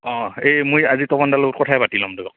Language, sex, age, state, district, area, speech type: Assamese, male, 45-60, Assam, Goalpara, urban, conversation